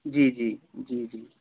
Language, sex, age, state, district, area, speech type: Hindi, male, 18-30, Uttar Pradesh, Prayagraj, urban, conversation